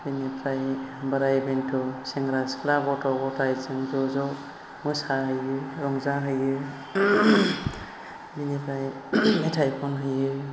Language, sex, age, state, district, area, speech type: Bodo, female, 60+, Assam, Chirang, rural, spontaneous